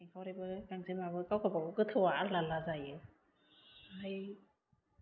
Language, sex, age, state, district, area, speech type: Bodo, female, 30-45, Assam, Chirang, urban, spontaneous